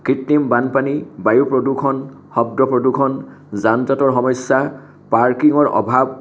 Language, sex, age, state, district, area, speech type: Assamese, male, 60+, Assam, Kamrup Metropolitan, urban, spontaneous